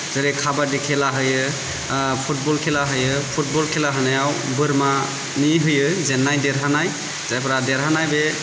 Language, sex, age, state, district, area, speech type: Bodo, male, 30-45, Assam, Kokrajhar, rural, spontaneous